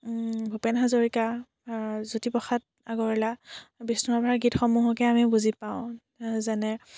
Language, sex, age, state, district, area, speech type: Assamese, female, 18-30, Assam, Biswanath, rural, spontaneous